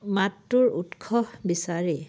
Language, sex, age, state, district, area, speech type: Assamese, female, 30-45, Assam, Charaideo, rural, spontaneous